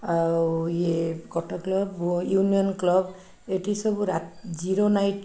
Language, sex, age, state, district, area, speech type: Odia, female, 60+, Odisha, Cuttack, urban, spontaneous